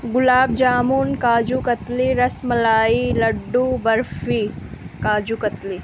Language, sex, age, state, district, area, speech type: Urdu, female, 18-30, Uttar Pradesh, Balrampur, rural, spontaneous